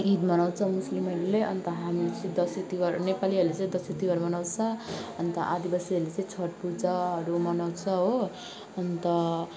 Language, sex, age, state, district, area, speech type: Nepali, female, 30-45, West Bengal, Alipurduar, urban, spontaneous